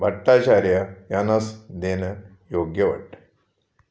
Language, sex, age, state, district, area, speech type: Marathi, male, 45-60, Maharashtra, Raigad, rural, spontaneous